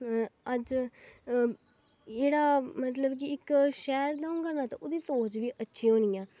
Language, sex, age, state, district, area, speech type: Dogri, female, 18-30, Jammu and Kashmir, Kathua, rural, spontaneous